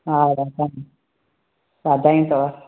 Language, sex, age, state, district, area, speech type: Sindhi, other, 60+, Maharashtra, Thane, urban, conversation